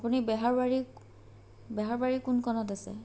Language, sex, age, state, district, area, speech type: Assamese, female, 30-45, Assam, Sonitpur, rural, spontaneous